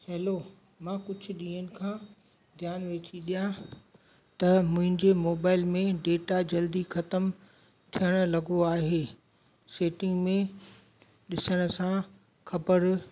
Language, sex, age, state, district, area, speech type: Sindhi, female, 60+, Gujarat, Kutch, urban, spontaneous